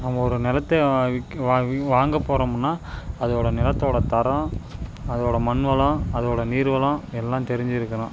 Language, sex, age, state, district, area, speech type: Tamil, male, 18-30, Tamil Nadu, Dharmapuri, urban, spontaneous